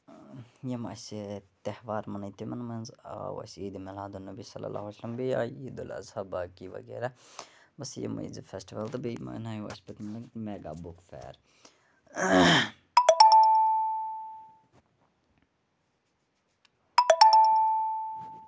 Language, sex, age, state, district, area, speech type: Kashmiri, male, 18-30, Jammu and Kashmir, Bandipora, rural, spontaneous